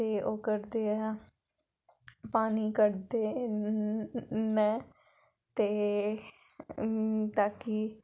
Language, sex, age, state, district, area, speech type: Dogri, female, 18-30, Jammu and Kashmir, Samba, urban, spontaneous